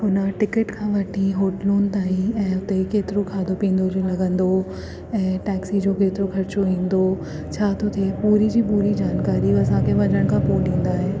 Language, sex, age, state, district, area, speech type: Sindhi, female, 30-45, Delhi, South Delhi, urban, spontaneous